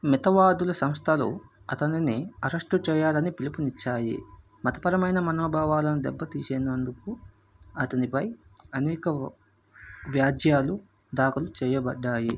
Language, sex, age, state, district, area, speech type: Telugu, male, 45-60, Andhra Pradesh, Vizianagaram, rural, read